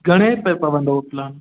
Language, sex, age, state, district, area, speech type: Sindhi, male, 18-30, Gujarat, Kutch, urban, conversation